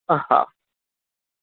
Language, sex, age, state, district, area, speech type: Gujarati, male, 45-60, Gujarat, Aravalli, urban, conversation